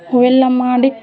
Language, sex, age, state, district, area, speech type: Kannada, female, 45-60, Karnataka, Vijayanagara, rural, spontaneous